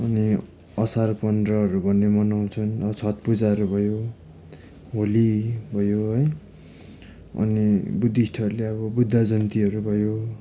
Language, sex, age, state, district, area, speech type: Nepali, male, 30-45, West Bengal, Darjeeling, rural, spontaneous